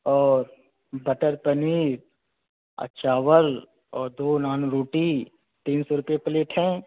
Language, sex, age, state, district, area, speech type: Hindi, male, 18-30, Uttar Pradesh, Chandauli, urban, conversation